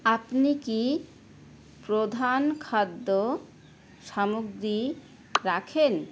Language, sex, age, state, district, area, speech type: Bengali, female, 30-45, West Bengal, Howrah, urban, read